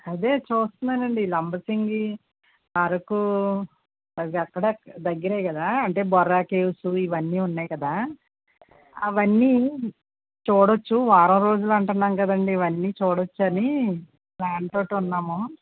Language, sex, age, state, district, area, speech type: Telugu, female, 60+, Andhra Pradesh, Konaseema, rural, conversation